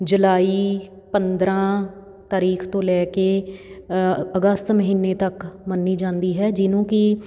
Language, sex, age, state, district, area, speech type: Punjabi, female, 30-45, Punjab, Patiala, rural, spontaneous